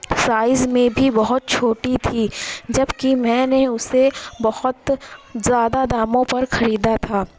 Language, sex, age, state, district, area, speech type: Urdu, female, 30-45, Uttar Pradesh, Lucknow, rural, spontaneous